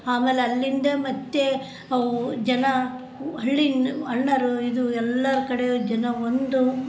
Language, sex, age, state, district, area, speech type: Kannada, female, 60+, Karnataka, Koppal, rural, spontaneous